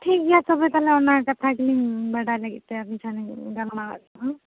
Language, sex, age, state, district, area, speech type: Santali, female, 18-30, West Bengal, Jhargram, rural, conversation